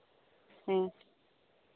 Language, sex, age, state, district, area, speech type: Santali, female, 18-30, West Bengal, Birbhum, rural, conversation